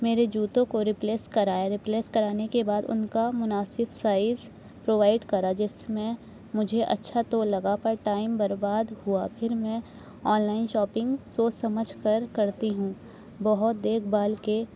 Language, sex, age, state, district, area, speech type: Urdu, female, 18-30, Delhi, North East Delhi, urban, spontaneous